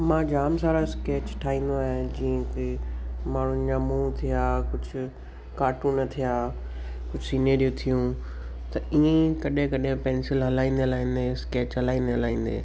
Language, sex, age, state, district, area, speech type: Sindhi, male, 18-30, Gujarat, Kutch, rural, spontaneous